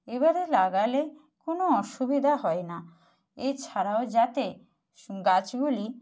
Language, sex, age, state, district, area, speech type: Bengali, female, 60+, West Bengal, Purba Medinipur, rural, spontaneous